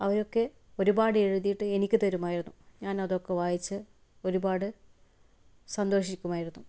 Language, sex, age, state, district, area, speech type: Malayalam, female, 30-45, Kerala, Kannur, rural, spontaneous